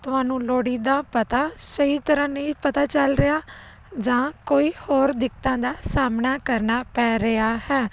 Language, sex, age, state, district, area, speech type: Punjabi, female, 18-30, Punjab, Fazilka, rural, spontaneous